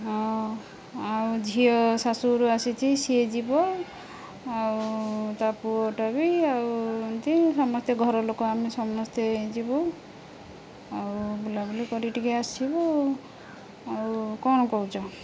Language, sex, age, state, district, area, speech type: Odia, female, 30-45, Odisha, Jagatsinghpur, rural, spontaneous